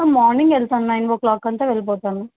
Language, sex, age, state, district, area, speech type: Telugu, female, 30-45, Andhra Pradesh, Eluru, urban, conversation